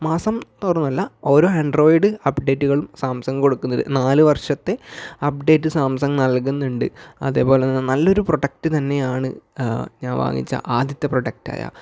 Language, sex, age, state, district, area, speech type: Malayalam, male, 18-30, Kerala, Kasaragod, rural, spontaneous